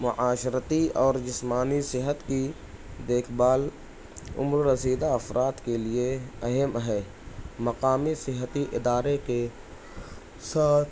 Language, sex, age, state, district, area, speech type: Urdu, male, 18-30, Maharashtra, Nashik, urban, spontaneous